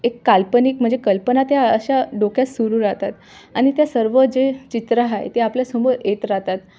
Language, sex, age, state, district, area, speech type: Marathi, female, 18-30, Maharashtra, Amravati, rural, spontaneous